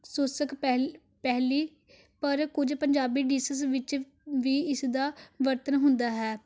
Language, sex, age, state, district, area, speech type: Punjabi, female, 18-30, Punjab, Amritsar, urban, spontaneous